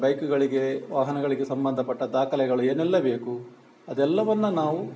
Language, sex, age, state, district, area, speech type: Kannada, male, 45-60, Karnataka, Udupi, rural, spontaneous